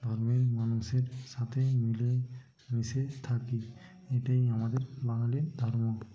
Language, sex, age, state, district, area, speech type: Bengali, male, 45-60, West Bengal, Nadia, rural, spontaneous